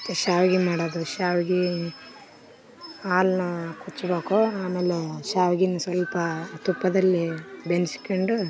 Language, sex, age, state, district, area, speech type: Kannada, female, 18-30, Karnataka, Vijayanagara, rural, spontaneous